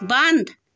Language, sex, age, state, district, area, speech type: Kashmiri, female, 30-45, Jammu and Kashmir, Bandipora, rural, read